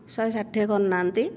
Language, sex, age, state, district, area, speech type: Odia, female, 45-60, Odisha, Dhenkanal, rural, spontaneous